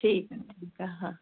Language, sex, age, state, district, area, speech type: Sindhi, female, 60+, Maharashtra, Thane, urban, conversation